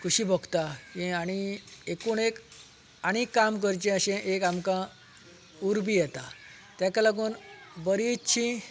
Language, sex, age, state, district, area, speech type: Goan Konkani, male, 45-60, Goa, Canacona, rural, spontaneous